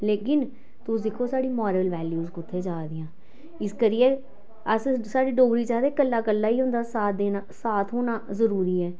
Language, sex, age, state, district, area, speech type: Dogri, female, 45-60, Jammu and Kashmir, Jammu, urban, spontaneous